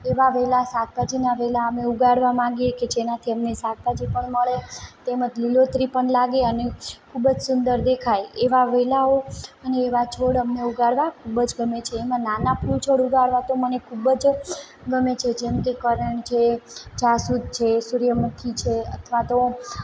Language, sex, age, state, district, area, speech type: Gujarati, female, 30-45, Gujarat, Morbi, urban, spontaneous